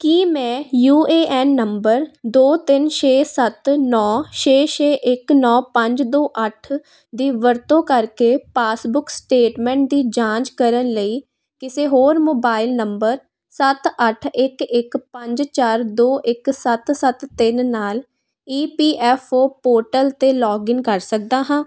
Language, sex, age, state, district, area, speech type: Punjabi, female, 18-30, Punjab, Kapurthala, urban, read